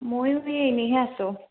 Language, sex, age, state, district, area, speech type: Assamese, female, 18-30, Assam, Majuli, urban, conversation